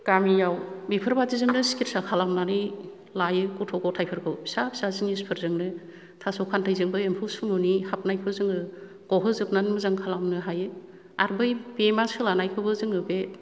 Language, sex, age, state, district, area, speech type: Bodo, female, 60+, Assam, Kokrajhar, rural, spontaneous